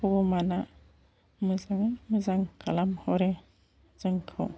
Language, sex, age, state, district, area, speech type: Bodo, female, 45-60, Assam, Chirang, rural, spontaneous